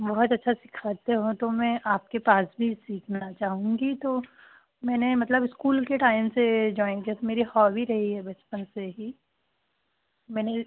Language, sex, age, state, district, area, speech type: Hindi, female, 30-45, Madhya Pradesh, Chhindwara, urban, conversation